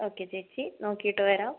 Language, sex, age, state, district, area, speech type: Malayalam, female, 18-30, Kerala, Kannur, rural, conversation